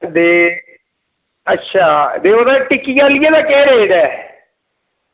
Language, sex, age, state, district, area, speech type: Dogri, male, 30-45, Jammu and Kashmir, Reasi, rural, conversation